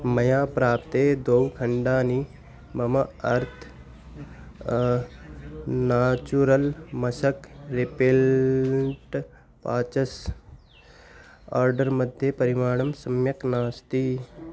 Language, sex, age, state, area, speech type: Sanskrit, male, 18-30, Delhi, rural, read